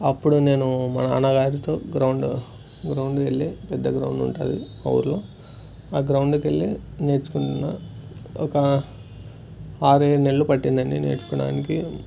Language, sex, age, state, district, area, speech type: Telugu, male, 18-30, Andhra Pradesh, Sri Satya Sai, urban, spontaneous